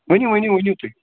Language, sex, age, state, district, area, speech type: Kashmiri, male, 18-30, Jammu and Kashmir, Baramulla, rural, conversation